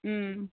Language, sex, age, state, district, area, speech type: Telugu, female, 60+, Andhra Pradesh, Kadapa, rural, conversation